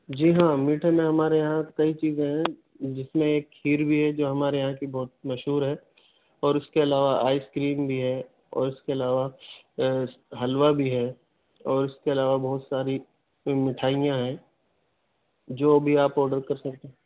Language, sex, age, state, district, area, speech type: Urdu, male, 30-45, Delhi, Central Delhi, urban, conversation